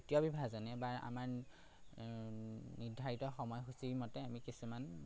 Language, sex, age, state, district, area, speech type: Assamese, male, 30-45, Assam, Majuli, urban, spontaneous